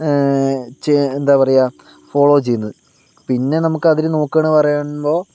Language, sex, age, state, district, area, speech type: Malayalam, male, 30-45, Kerala, Palakkad, urban, spontaneous